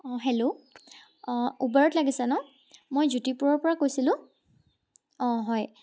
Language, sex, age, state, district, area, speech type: Assamese, female, 18-30, Assam, Charaideo, urban, spontaneous